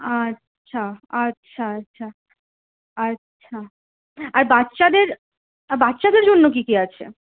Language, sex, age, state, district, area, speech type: Bengali, female, 18-30, West Bengal, Purulia, rural, conversation